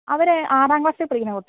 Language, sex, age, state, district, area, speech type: Malayalam, female, 18-30, Kerala, Wayanad, rural, conversation